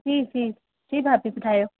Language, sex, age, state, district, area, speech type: Sindhi, female, 45-60, Uttar Pradesh, Lucknow, urban, conversation